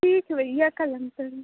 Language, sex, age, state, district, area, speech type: Hindi, female, 18-30, Uttar Pradesh, Ghazipur, rural, conversation